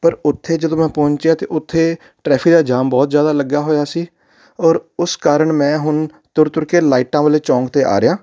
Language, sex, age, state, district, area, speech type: Punjabi, male, 30-45, Punjab, Fatehgarh Sahib, urban, spontaneous